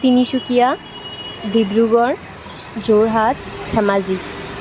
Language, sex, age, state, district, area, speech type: Assamese, female, 18-30, Assam, Kamrup Metropolitan, urban, spontaneous